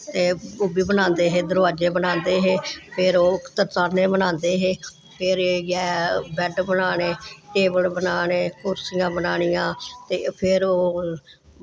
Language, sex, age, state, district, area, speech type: Dogri, female, 60+, Jammu and Kashmir, Samba, urban, spontaneous